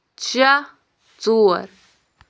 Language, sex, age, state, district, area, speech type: Kashmiri, female, 18-30, Jammu and Kashmir, Bandipora, rural, read